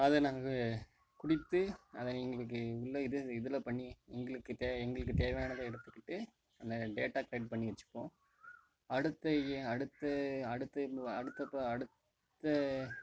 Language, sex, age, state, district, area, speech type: Tamil, male, 18-30, Tamil Nadu, Mayiladuthurai, rural, spontaneous